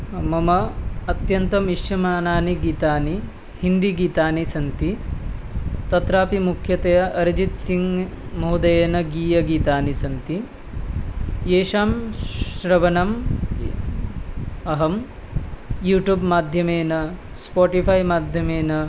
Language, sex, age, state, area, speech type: Sanskrit, male, 18-30, Tripura, rural, spontaneous